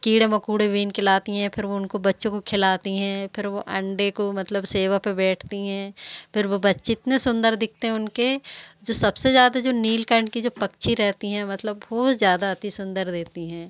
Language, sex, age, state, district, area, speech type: Hindi, female, 45-60, Madhya Pradesh, Seoni, urban, spontaneous